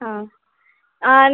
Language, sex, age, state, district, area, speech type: Tamil, female, 18-30, Tamil Nadu, Cuddalore, rural, conversation